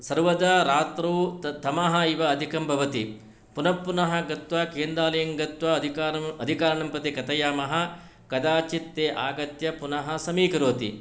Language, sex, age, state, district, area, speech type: Sanskrit, male, 60+, Karnataka, Shimoga, urban, spontaneous